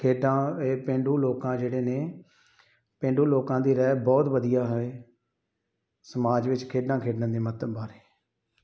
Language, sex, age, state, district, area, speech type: Punjabi, male, 30-45, Punjab, Tarn Taran, rural, spontaneous